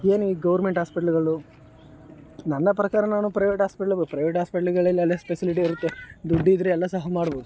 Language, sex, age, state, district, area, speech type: Kannada, male, 18-30, Karnataka, Chamarajanagar, rural, spontaneous